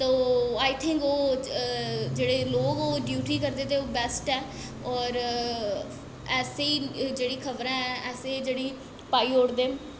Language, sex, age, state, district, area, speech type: Dogri, female, 18-30, Jammu and Kashmir, Jammu, urban, spontaneous